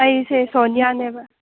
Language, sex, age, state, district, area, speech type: Manipuri, female, 18-30, Manipur, Kangpokpi, rural, conversation